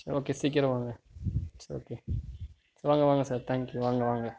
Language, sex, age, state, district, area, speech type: Tamil, male, 45-60, Tamil Nadu, Mayiladuthurai, rural, spontaneous